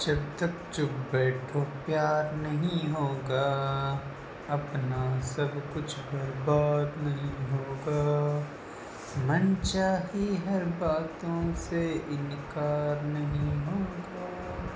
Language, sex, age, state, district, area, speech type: Hindi, male, 60+, Uttar Pradesh, Jaunpur, rural, spontaneous